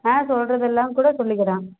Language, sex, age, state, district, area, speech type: Tamil, female, 18-30, Tamil Nadu, Namakkal, rural, conversation